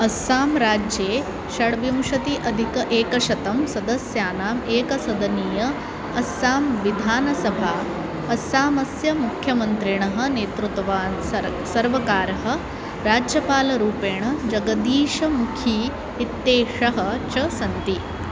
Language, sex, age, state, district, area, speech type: Sanskrit, female, 30-45, Maharashtra, Nagpur, urban, read